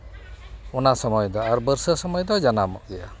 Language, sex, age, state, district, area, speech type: Santali, male, 60+, West Bengal, Malda, rural, spontaneous